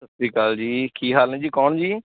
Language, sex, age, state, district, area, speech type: Punjabi, male, 30-45, Punjab, Mansa, rural, conversation